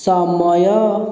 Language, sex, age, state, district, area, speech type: Odia, male, 18-30, Odisha, Khordha, rural, read